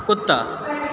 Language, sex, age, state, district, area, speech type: Punjabi, male, 18-30, Punjab, Mohali, rural, read